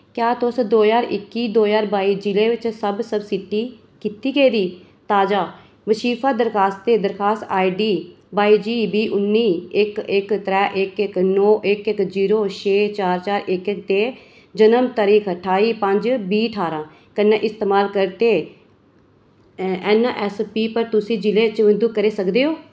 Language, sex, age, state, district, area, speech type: Dogri, female, 30-45, Jammu and Kashmir, Reasi, rural, read